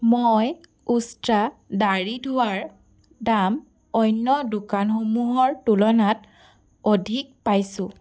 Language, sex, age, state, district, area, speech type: Assamese, female, 18-30, Assam, Biswanath, rural, read